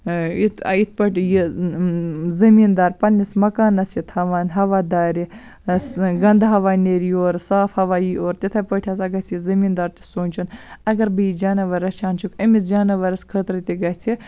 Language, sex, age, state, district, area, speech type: Kashmiri, female, 18-30, Jammu and Kashmir, Baramulla, rural, spontaneous